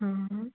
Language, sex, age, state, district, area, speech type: Hindi, female, 18-30, Madhya Pradesh, Betul, rural, conversation